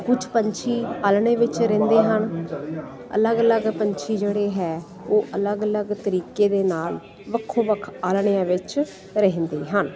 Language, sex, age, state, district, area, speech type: Punjabi, female, 45-60, Punjab, Jalandhar, urban, spontaneous